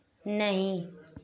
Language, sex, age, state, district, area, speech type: Hindi, female, 18-30, Uttar Pradesh, Azamgarh, rural, read